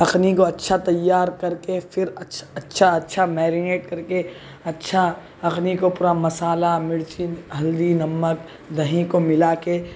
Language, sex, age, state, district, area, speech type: Urdu, male, 45-60, Telangana, Hyderabad, urban, spontaneous